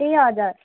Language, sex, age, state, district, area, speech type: Nepali, female, 18-30, West Bengal, Kalimpong, rural, conversation